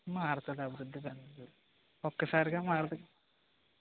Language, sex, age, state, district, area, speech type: Telugu, male, 18-30, Andhra Pradesh, West Godavari, rural, conversation